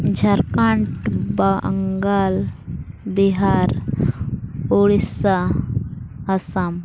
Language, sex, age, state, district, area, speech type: Santali, female, 18-30, Jharkhand, Pakur, rural, spontaneous